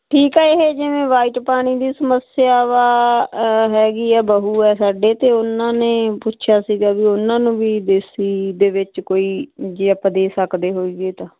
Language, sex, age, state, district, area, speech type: Punjabi, female, 30-45, Punjab, Moga, rural, conversation